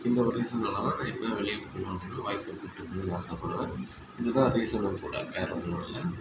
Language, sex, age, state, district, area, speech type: Tamil, male, 30-45, Tamil Nadu, Pudukkottai, rural, spontaneous